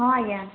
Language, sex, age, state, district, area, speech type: Odia, female, 30-45, Odisha, Sambalpur, rural, conversation